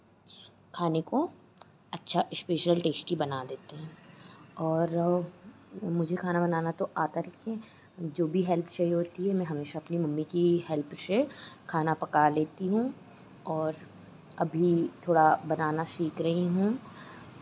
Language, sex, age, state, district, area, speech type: Hindi, female, 18-30, Madhya Pradesh, Chhindwara, urban, spontaneous